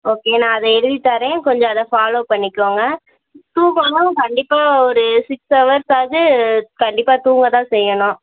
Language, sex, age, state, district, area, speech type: Tamil, female, 18-30, Tamil Nadu, Virudhunagar, rural, conversation